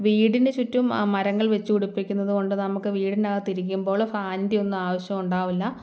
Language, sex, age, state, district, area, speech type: Malayalam, female, 18-30, Kerala, Kottayam, rural, spontaneous